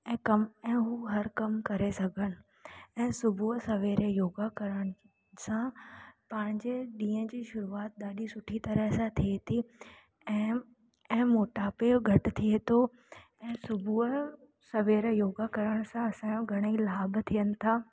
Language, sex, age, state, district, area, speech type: Sindhi, female, 18-30, Rajasthan, Ajmer, urban, spontaneous